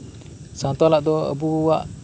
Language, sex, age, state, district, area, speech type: Santali, male, 18-30, West Bengal, Birbhum, rural, spontaneous